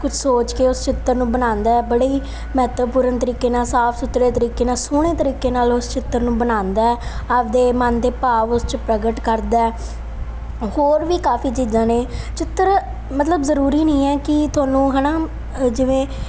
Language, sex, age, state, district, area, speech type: Punjabi, female, 18-30, Punjab, Mansa, urban, spontaneous